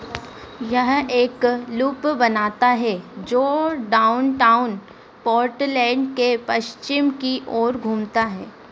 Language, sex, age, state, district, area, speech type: Hindi, female, 18-30, Madhya Pradesh, Harda, urban, read